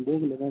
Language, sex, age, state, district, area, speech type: Urdu, male, 30-45, Bihar, Supaul, urban, conversation